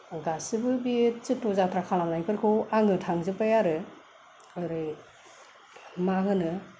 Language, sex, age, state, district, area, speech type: Bodo, female, 45-60, Assam, Kokrajhar, rural, spontaneous